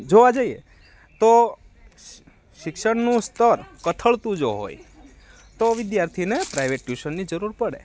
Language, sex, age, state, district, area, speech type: Gujarati, male, 30-45, Gujarat, Rajkot, rural, spontaneous